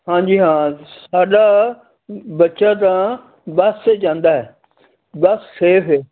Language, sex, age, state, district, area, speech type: Punjabi, male, 60+, Punjab, Fazilka, rural, conversation